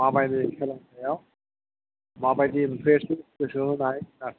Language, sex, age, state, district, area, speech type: Bodo, male, 45-60, Assam, Kokrajhar, urban, conversation